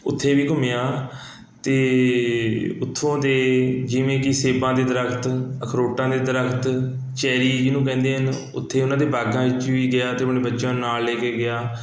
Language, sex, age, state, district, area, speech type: Punjabi, male, 30-45, Punjab, Mohali, urban, spontaneous